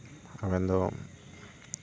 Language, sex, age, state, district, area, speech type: Santali, male, 30-45, West Bengal, Purba Bardhaman, rural, spontaneous